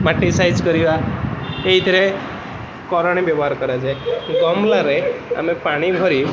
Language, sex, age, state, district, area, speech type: Odia, male, 18-30, Odisha, Cuttack, urban, spontaneous